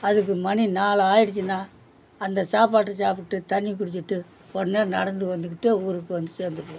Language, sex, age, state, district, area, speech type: Tamil, male, 60+, Tamil Nadu, Perambalur, rural, spontaneous